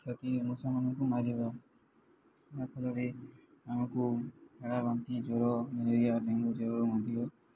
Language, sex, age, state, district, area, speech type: Odia, male, 18-30, Odisha, Subarnapur, urban, spontaneous